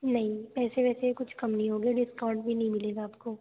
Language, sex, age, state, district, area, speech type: Hindi, female, 18-30, Madhya Pradesh, Betul, rural, conversation